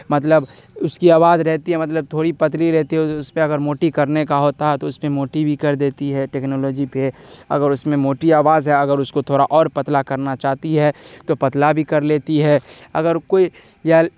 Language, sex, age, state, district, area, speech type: Urdu, male, 18-30, Bihar, Darbhanga, rural, spontaneous